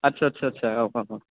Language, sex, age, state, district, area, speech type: Bodo, male, 18-30, Assam, Chirang, urban, conversation